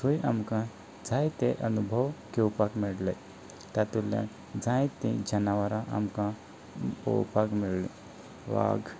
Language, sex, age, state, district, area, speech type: Goan Konkani, male, 18-30, Goa, Canacona, rural, spontaneous